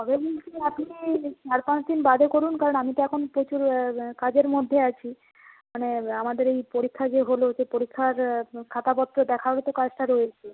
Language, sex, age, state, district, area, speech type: Bengali, female, 45-60, West Bengal, Purba Medinipur, rural, conversation